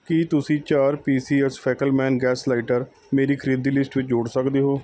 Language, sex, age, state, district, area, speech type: Punjabi, male, 30-45, Punjab, Mohali, rural, read